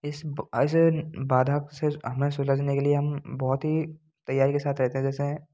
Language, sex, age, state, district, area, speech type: Hindi, male, 18-30, Rajasthan, Bharatpur, rural, spontaneous